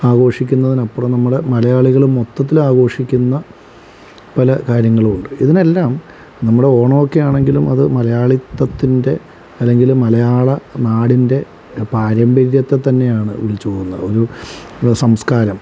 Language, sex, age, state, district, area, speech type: Malayalam, male, 30-45, Kerala, Alappuzha, rural, spontaneous